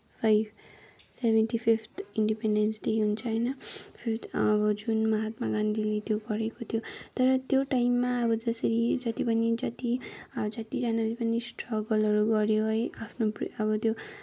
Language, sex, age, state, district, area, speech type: Nepali, female, 18-30, West Bengal, Kalimpong, rural, spontaneous